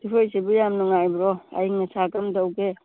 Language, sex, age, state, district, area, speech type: Manipuri, female, 45-60, Manipur, Churachandpur, urban, conversation